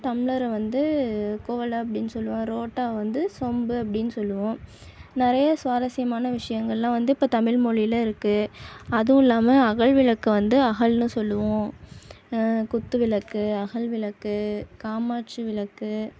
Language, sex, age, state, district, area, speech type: Tamil, female, 30-45, Tamil Nadu, Tiruvarur, rural, spontaneous